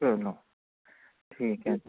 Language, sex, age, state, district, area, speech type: Punjabi, male, 30-45, Punjab, Tarn Taran, urban, conversation